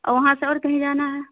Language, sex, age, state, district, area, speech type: Urdu, female, 30-45, Bihar, Saharsa, rural, conversation